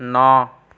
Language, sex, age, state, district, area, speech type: Assamese, male, 30-45, Assam, Biswanath, rural, read